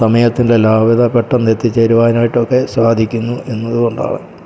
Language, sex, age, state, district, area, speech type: Malayalam, male, 60+, Kerala, Pathanamthitta, rural, spontaneous